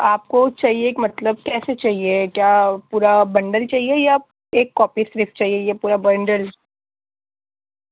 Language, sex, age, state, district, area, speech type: Urdu, female, 18-30, Delhi, North East Delhi, urban, conversation